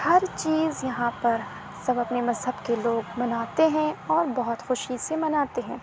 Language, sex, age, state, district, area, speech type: Urdu, female, 18-30, Uttar Pradesh, Aligarh, urban, spontaneous